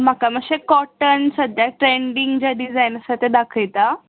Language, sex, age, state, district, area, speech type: Goan Konkani, female, 18-30, Goa, Tiswadi, rural, conversation